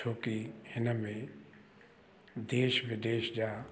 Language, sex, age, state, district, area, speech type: Sindhi, male, 60+, Uttar Pradesh, Lucknow, urban, spontaneous